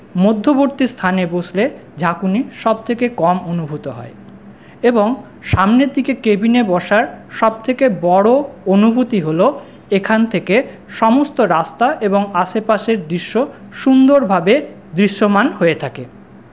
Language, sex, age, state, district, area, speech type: Bengali, male, 30-45, West Bengal, Paschim Bardhaman, urban, spontaneous